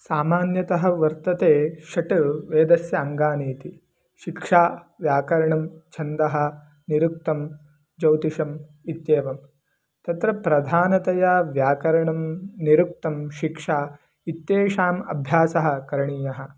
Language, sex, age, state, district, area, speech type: Sanskrit, male, 18-30, Karnataka, Mandya, rural, spontaneous